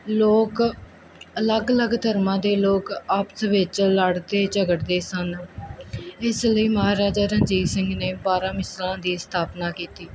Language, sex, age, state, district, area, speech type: Punjabi, female, 18-30, Punjab, Muktsar, rural, spontaneous